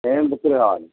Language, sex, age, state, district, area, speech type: Telugu, male, 45-60, Telangana, Peddapalli, rural, conversation